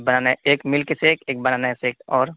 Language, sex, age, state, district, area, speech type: Urdu, male, 18-30, Uttar Pradesh, Saharanpur, urban, conversation